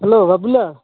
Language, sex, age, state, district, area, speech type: Odia, male, 18-30, Odisha, Nabarangpur, urban, conversation